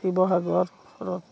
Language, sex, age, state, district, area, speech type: Assamese, female, 45-60, Assam, Udalguri, rural, spontaneous